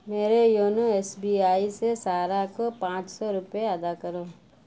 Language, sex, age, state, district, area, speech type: Urdu, female, 45-60, Uttar Pradesh, Lucknow, rural, read